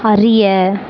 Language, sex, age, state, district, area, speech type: Tamil, female, 18-30, Tamil Nadu, Sivaganga, rural, read